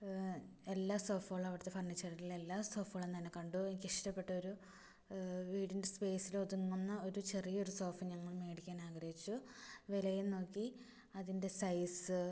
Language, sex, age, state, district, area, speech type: Malayalam, female, 18-30, Kerala, Ernakulam, rural, spontaneous